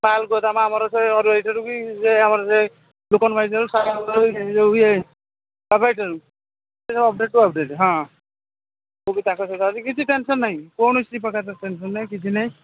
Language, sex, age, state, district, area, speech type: Odia, male, 45-60, Odisha, Sambalpur, rural, conversation